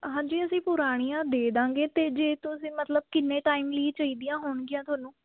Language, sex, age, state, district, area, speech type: Punjabi, female, 18-30, Punjab, Sangrur, urban, conversation